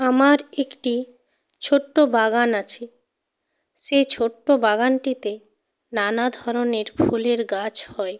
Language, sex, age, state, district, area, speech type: Bengali, female, 30-45, West Bengal, North 24 Parganas, rural, spontaneous